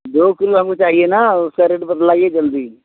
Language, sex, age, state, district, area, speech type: Hindi, male, 45-60, Uttar Pradesh, Chandauli, urban, conversation